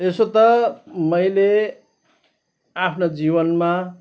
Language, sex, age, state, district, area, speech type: Nepali, male, 60+, West Bengal, Kalimpong, rural, spontaneous